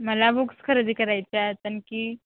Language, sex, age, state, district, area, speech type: Marathi, female, 18-30, Maharashtra, Satara, rural, conversation